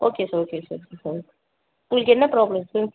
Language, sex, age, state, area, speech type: Tamil, female, 30-45, Tamil Nadu, urban, conversation